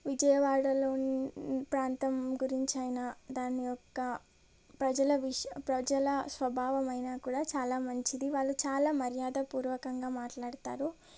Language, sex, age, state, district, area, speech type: Telugu, female, 18-30, Telangana, Medak, urban, spontaneous